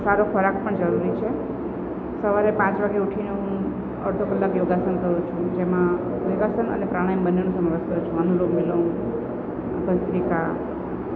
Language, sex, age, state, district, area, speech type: Gujarati, female, 45-60, Gujarat, Valsad, rural, spontaneous